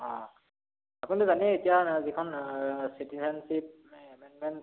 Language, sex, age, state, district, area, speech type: Assamese, male, 18-30, Assam, Charaideo, urban, conversation